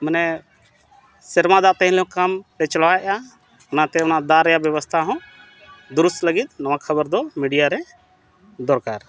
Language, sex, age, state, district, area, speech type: Santali, male, 45-60, Jharkhand, Bokaro, rural, spontaneous